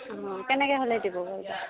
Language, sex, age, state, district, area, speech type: Assamese, female, 60+, Assam, Morigaon, rural, conversation